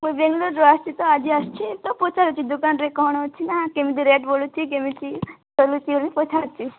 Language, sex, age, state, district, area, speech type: Odia, female, 18-30, Odisha, Nabarangpur, urban, conversation